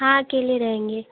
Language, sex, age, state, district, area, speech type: Hindi, female, 18-30, Uttar Pradesh, Bhadohi, urban, conversation